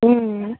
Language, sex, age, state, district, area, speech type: Kannada, male, 18-30, Karnataka, Chamarajanagar, rural, conversation